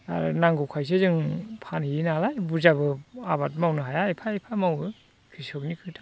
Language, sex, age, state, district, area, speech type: Bodo, male, 60+, Assam, Chirang, rural, spontaneous